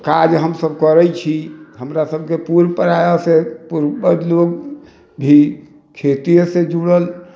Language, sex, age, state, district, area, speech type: Maithili, male, 60+, Bihar, Sitamarhi, rural, spontaneous